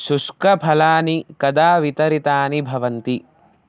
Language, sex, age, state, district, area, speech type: Sanskrit, male, 18-30, Karnataka, Davanagere, rural, read